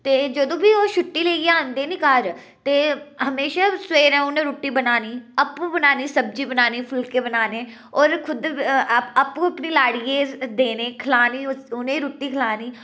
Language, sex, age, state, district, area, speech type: Dogri, female, 18-30, Jammu and Kashmir, Udhampur, rural, spontaneous